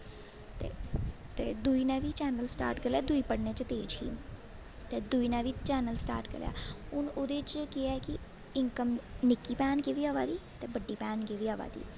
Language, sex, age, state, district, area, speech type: Dogri, female, 18-30, Jammu and Kashmir, Jammu, rural, spontaneous